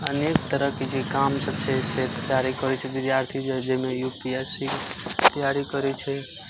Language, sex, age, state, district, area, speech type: Maithili, male, 18-30, Bihar, Madhubani, rural, spontaneous